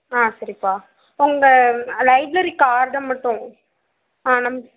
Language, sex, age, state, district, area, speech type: Tamil, female, 30-45, Tamil Nadu, Mayiladuthurai, rural, conversation